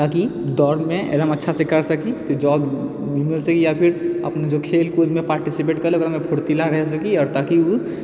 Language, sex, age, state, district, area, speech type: Maithili, male, 30-45, Bihar, Purnia, rural, spontaneous